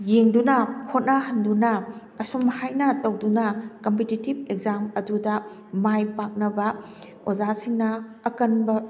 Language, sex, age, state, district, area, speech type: Manipuri, female, 45-60, Manipur, Kakching, rural, spontaneous